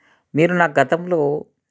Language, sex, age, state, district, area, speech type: Telugu, male, 30-45, Andhra Pradesh, Krishna, urban, spontaneous